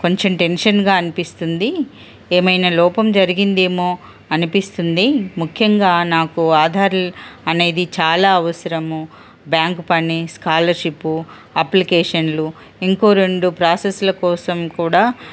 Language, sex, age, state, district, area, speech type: Telugu, female, 45-60, Telangana, Ranga Reddy, urban, spontaneous